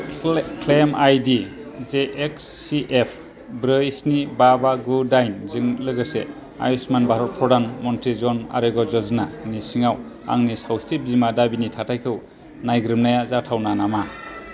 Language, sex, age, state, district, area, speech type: Bodo, male, 30-45, Assam, Kokrajhar, rural, read